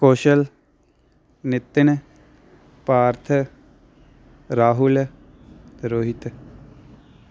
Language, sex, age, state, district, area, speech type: Dogri, male, 18-30, Jammu and Kashmir, Samba, urban, spontaneous